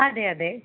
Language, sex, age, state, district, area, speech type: Malayalam, female, 18-30, Kerala, Ernakulam, rural, conversation